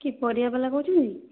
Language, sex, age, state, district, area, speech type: Odia, female, 18-30, Odisha, Jajpur, rural, conversation